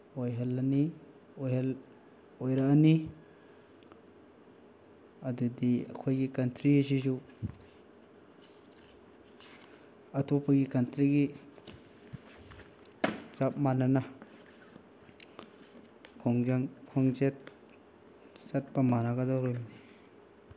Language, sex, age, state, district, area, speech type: Manipuri, male, 45-60, Manipur, Bishnupur, rural, spontaneous